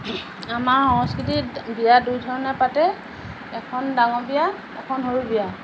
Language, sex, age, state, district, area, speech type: Assamese, female, 45-60, Assam, Lakhimpur, rural, spontaneous